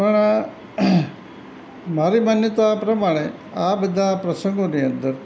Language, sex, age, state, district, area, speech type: Gujarati, male, 60+, Gujarat, Rajkot, rural, spontaneous